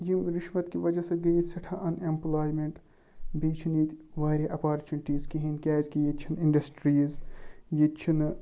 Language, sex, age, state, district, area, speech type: Kashmiri, male, 18-30, Jammu and Kashmir, Ganderbal, rural, spontaneous